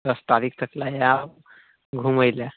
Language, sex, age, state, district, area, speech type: Maithili, male, 18-30, Bihar, Samastipur, rural, conversation